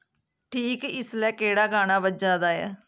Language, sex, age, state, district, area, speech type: Dogri, female, 18-30, Jammu and Kashmir, Kathua, rural, read